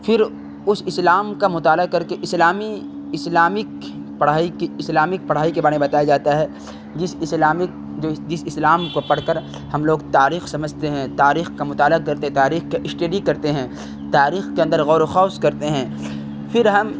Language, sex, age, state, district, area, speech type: Urdu, male, 30-45, Bihar, Khagaria, rural, spontaneous